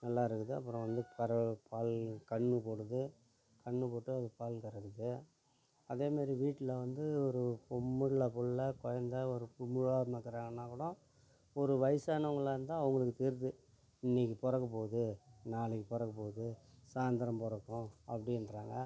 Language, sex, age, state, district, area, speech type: Tamil, male, 45-60, Tamil Nadu, Tiruvannamalai, rural, spontaneous